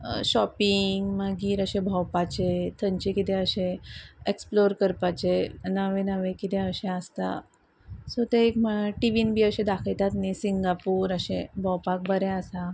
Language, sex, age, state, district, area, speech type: Goan Konkani, female, 30-45, Goa, Quepem, rural, spontaneous